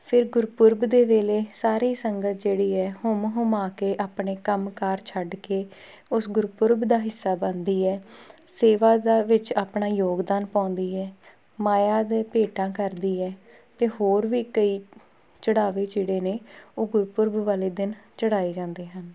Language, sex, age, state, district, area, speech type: Punjabi, female, 18-30, Punjab, Tarn Taran, rural, spontaneous